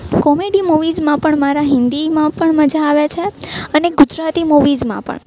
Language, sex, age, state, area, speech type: Gujarati, female, 18-30, Gujarat, urban, spontaneous